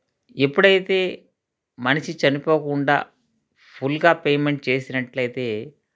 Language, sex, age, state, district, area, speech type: Telugu, male, 30-45, Andhra Pradesh, Krishna, urban, spontaneous